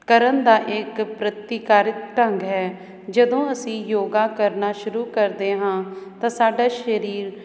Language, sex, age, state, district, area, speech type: Punjabi, female, 30-45, Punjab, Hoshiarpur, urban, spontaneous